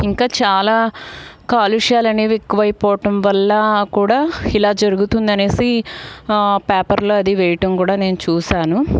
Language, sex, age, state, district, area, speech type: Telugu, female, 45-60, Andhra Pradesh, Guntur, urban, spontaneous